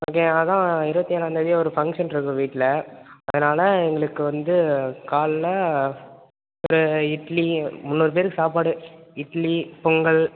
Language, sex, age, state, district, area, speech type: Tamil, male, 30-45, Tamil Nadu, Tiruvarur, rural, conversation